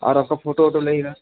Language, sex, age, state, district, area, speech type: Hindi, male, 18-30, Uttar Pradesh, Mirzapur, rural, conversation